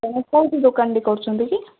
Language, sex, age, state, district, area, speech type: Odia, female, 18-30, Odisha, Ganjam, urban, conversation